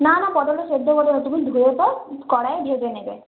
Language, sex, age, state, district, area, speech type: Bengali, female, 18-30, West Bengal, Purulia, rural, conversation